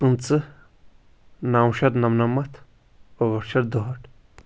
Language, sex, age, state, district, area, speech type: Kashmiri, male, 18-30, Jammu and Kashmir, Pulwama, rural, spontaneous